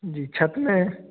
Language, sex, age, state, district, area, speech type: Hindi, male, 30-45, Madhya Pradesh, Hoshangabad, rural, conversation